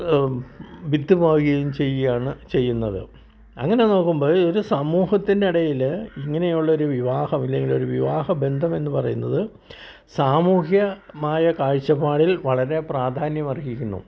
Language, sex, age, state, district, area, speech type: Malayalam, male, 60+, Kerala, Malappuram, rural, spontaneous